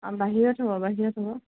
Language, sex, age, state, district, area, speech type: Assamese, female, 18-30, Assam, Kamrup Metropolitan, urban, conversation